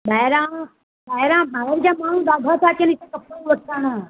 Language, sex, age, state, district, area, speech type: Sindhi, female, 30-45, Gujarat, Surat, urban, conversation